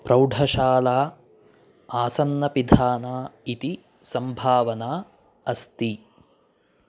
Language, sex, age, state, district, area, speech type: Sanskrit, male, 18-30, Karnataka, Chikkamagaluru, urban, read